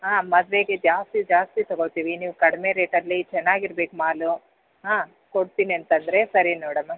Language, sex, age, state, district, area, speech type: Kannada, female, 45-60, Karnataka, Bellary, rural, conversation